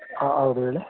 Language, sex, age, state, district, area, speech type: Kannada, male, 18-30, Karnataka, Tumkur, urban, conversation